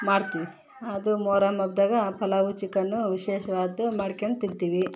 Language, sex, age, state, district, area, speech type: Kannada, female, 30-45, Karnataka, Vijayanagara, rural, spontaneous